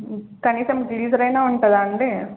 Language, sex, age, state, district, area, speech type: Telugu, female, 18-30, Telangana, Karimnagar, urban, conversation